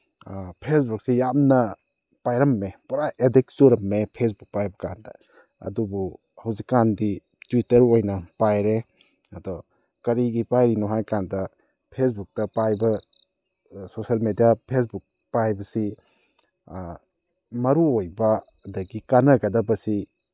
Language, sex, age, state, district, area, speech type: Manipuri, male, 30-45, Manipur, Thoubal, rural, spontaneous